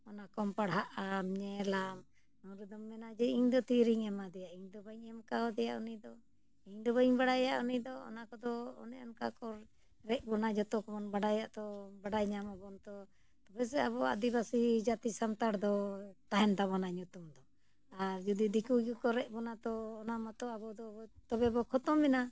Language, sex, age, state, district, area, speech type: Santali, female, 60+, Jharkhand, Bokaro, rural, spontaneous